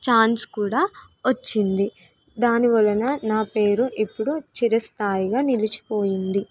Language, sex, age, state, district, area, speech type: Telugu, female, 18-30, Telangana, Nirmal, rural, spontaneous